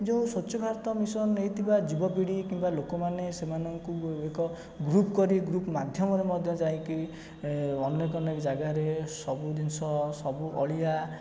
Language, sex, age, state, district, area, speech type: Odia, male, 18-30, Odisha, Jajpur, rural, spontaneous